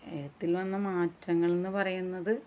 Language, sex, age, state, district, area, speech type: Malayalam, female, 30-45, Kerala, Ernakulam, rural, spontaneous